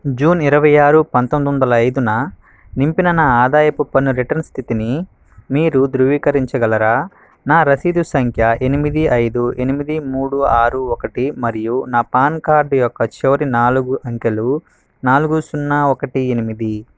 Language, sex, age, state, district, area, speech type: Telugu, male, 18-30, Andhra Pradesh, Sri Balaji, rural, read